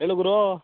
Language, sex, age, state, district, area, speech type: Kannada, male, 18-30, Karnataka, Mandya, rural, conversation